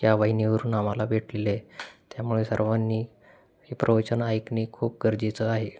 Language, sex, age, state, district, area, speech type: Marathi, male, 30-45, Maharashtra, Osmanabad, rural, spontaneous